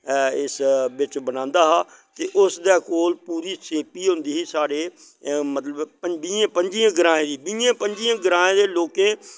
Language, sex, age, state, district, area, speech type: Dogri, male, 60+, Jammu and Kashmir, Samba, rural, spontaneous